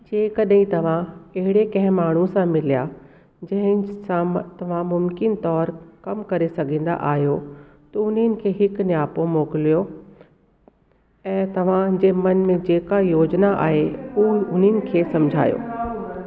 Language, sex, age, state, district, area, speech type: Sindhi, female, 45-60, Delhi, South Delhi, urban, read